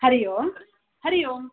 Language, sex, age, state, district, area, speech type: Sanskrit, female, 18-30, Karnataka, Bangalore Rural, rural, conversation